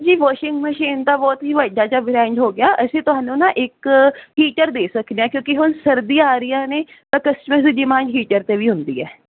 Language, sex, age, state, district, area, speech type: Punjabi, female, 18-30, Punjab, Fazilka, rural, conversation